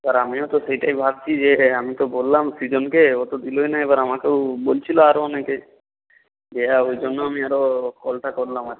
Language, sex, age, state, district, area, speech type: Bengali, male, 18-30, West Bengal, North 24 Parganas, rural, conversation